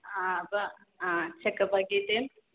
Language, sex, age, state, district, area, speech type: Malayalam, female, 18-30, Kerala, Kasaragod, rural, conversation